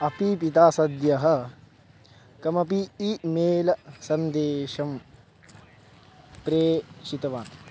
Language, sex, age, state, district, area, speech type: Sanskrit, male, 18-30, Maharashtra, Buldhana, urban, read